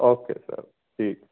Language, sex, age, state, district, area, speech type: Punjabi, male, 18-30, Punjab, Fazilka, rural, conversation